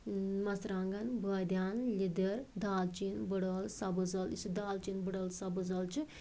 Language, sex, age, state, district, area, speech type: Kashmiri, female, 30-45, Jammu and Kashmir, Anantnag, rural, spontaneous